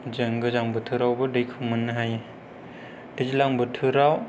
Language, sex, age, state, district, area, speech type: Bodo, male, 18-30, Assam, Kokrajhar, rural, spontaneous